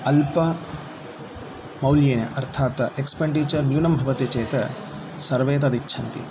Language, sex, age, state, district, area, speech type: Sanskrit, male, 30-45, Karnataka, Davanagere, urban, spontaneous